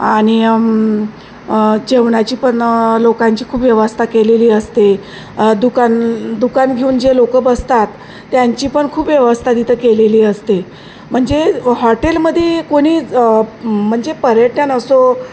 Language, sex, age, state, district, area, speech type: Marathi, female, 45-60, Maharashtra, Wardha, rural, spontaneous